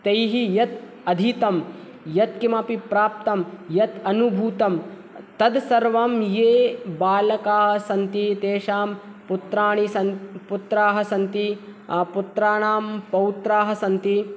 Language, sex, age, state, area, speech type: Sanskrit, male, 18-30, Madhya Pradesh, rural, spontaneous